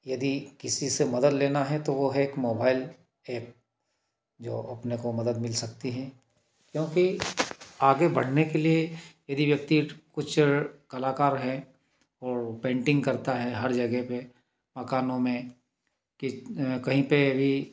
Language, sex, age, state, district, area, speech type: Hindi, male, 30-45, Madhya Pradesh, Ujjain, urban, spontaneous